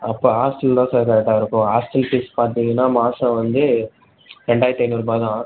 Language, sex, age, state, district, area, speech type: Tamil, male, 18-30, Tamil Nadu, Cuddalore, urban, conversation